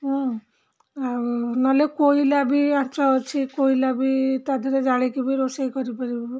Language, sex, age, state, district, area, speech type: Odia, female, 45-60, Odisha, Rayagada, rural, spontaneous